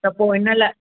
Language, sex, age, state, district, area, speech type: Sindhi, female, 45-60, Gujarat, Surat, urban, conversation